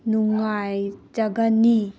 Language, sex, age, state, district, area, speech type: Manipuri, female, 18-30, Manipur, Kangpokpi, urban, read